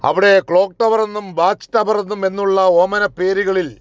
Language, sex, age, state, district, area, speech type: Malayalam, male, 45-60, Kerala, Kollam, rural, spontaneous